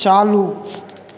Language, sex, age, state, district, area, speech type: Hindi, male, 30-45, Bihar, Begusarai, rural, read